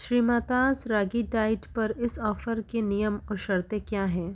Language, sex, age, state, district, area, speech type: Hindi, female, 30-45, Madhya Pradesh, Ujjain, urban, read